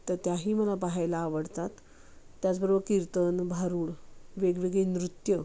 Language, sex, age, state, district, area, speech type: Marathi, female, 45-60, Maharashtra, Sangli, urban, spontaneous